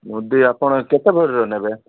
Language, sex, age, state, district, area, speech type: Odia, male, 30-45, Odisha, Malkangiri, urban, conversation